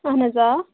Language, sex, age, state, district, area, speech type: Kashmiri, female, 18-30, Jammu and Kashmir, Bandipora, rural, conversation